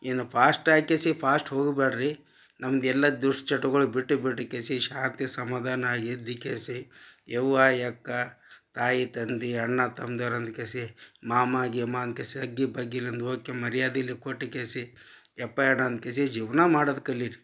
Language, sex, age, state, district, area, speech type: Kannada, male, 45-60, Karnataka, Gulbarga, urban, spontaneous